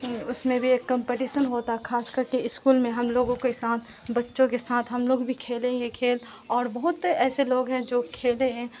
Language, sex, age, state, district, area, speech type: Urdu, female, 18-30, Bihar, Supaul, rural, spontaneous